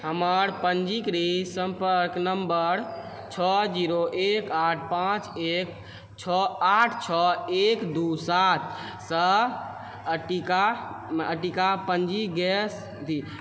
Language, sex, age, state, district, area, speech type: Maithili, male, 18-30, Bihar, Purnia, rural, read